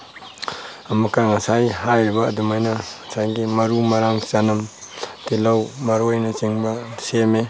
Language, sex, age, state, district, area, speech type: Manipuri, male, 45-60, Manipur, Tengnoupal, rural, spontaneous